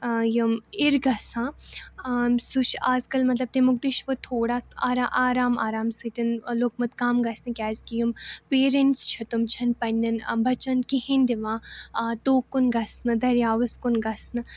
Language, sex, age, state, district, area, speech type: Kashmiri, female, 18-30, Jammu and Kashmir, Baramulla, rural, spontaneous